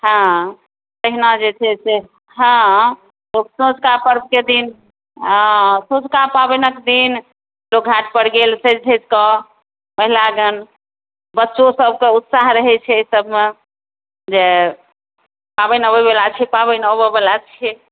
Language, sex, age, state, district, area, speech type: Maithili, female, 30-45, Bihar, Madhubani, urban, conversation